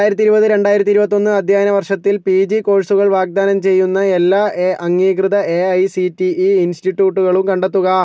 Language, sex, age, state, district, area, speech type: Malayalam, male, 45-60, Kerala, Kozhikode, urban, read